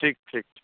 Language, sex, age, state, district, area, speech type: Maithili, male, 18-30, Bihar, Saharsa, rural, conversation